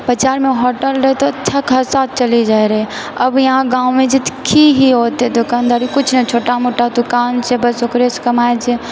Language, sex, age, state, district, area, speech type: Maithili, female, 18-30, Bihar, Purnia, rural, spontaneous